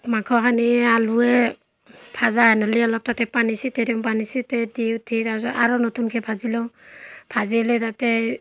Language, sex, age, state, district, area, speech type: Assamese, female, 30-45, Assam, Barpeta, rural, spontaneous